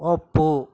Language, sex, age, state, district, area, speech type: Kannada, male, 18-30, Karnataka, Bidar, rural, read